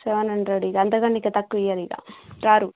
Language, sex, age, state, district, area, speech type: Telugu, female, 30-45, Telangana, Warangal, rural, conversation